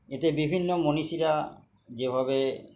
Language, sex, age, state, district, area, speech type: Bengali, male, 60+, West Bengal, Uttar Dinajpur, urban, spontaneous